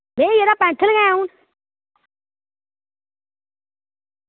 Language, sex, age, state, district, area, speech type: Dogri, male, 18-30, Jammu and Kashmir, Reasi, rural, conversation